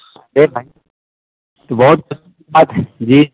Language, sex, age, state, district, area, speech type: Urdu, male, 30-45, Bihar, East Champaran, urban, conversation